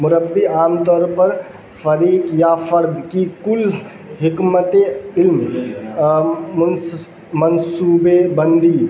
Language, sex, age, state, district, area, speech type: Urdu, male, 18-30, Bihar, Darbhanga, urban, spontaneous